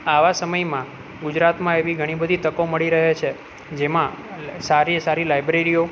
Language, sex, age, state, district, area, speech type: Gujarati, male, 30-45, Gujarat, Junagadh, urban, spontaneous